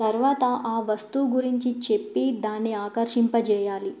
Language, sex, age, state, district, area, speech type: Telugu, female, 18-30, Telangana, Bhadradri Kothagudem, rural, spontaneous